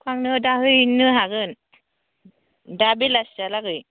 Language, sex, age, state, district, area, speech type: Bodo, female, 30-45, Assam, Baksa, rural, conversation